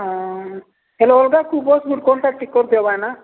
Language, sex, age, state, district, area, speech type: Odia, male, 45-60, Odisha, Nabarangpur, rural, conversation